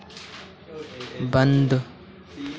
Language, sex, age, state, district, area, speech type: Hindi, male, 18-30, Madhya Pradesh, Harda, rural, read